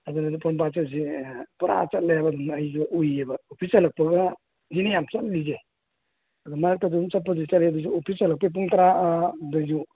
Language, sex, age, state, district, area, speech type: Manipuri, male, 45-60, Manipur, Imphal East, rural, conversation